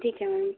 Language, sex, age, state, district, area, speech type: Hindi, female, 18-30, Madhya Pradesh, Hoshangabad, urban, conversation